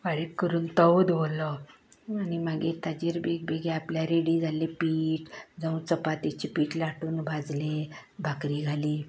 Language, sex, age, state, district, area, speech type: Goan Konkani, female, 60+, Goa, Canacona, rural, spontaneous